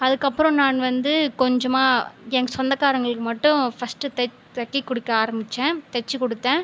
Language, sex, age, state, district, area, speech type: Tamil, female, 18-30, Tamil Nadu, Viluppuram, rural, spontaneous